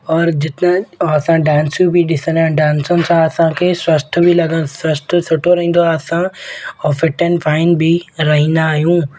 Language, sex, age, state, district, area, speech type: Sindhi, male, 18-30, Madhya Pradesh, Katni, rural, spontaneous